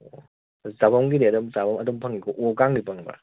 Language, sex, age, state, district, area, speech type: Manipuri, male, 18-30, Manipur, Kakching, rural, conversation